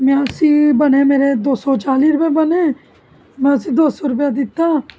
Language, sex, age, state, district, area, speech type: Dogri, female, 30-45, Jammu and Kashmir, Jammu, urban, spontaneous